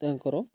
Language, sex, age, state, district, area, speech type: Odia, male, 30-45, Odisha, Mayurbhanj, rural, spontaneous